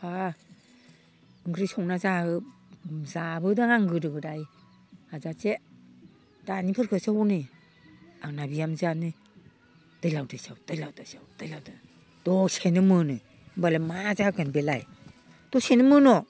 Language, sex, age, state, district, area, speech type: Bodo, female, 60+, Assam, Baksa, rural, spontaneous